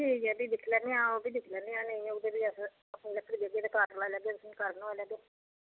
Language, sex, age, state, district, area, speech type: Dogri, female, 45-60, Jammu and Kashmir, Reasi, rural, conversation